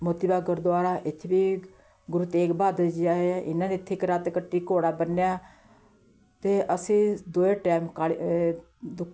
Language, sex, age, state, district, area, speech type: Punjabi, female, 45-60, Punjab, Patiala, urban, spontaneous